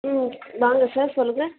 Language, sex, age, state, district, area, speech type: Tamil, female, 18-30, Tamil Nadu, Chengalpattu, urban, conversation